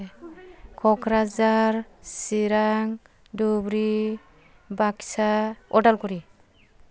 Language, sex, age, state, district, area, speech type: Bodo, female, 45-60, Assam, Kokrajhar, rural, spontaneous